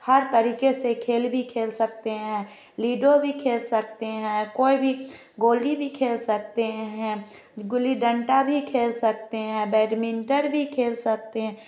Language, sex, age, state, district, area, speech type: Hindi, female, 30-45, Bihar, Samastipur, rural, spontaneous